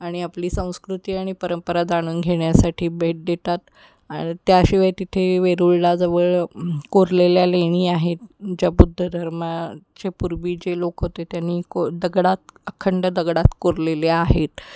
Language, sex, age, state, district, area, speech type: Marathi, female, 45-60, Maharashtra, Kolhapur, urban, spontaneous